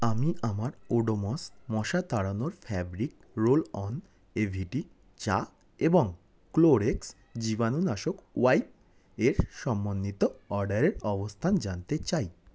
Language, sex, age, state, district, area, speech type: Bengali, male, 30-45, West Bengal, South 24 Parganas, rural, read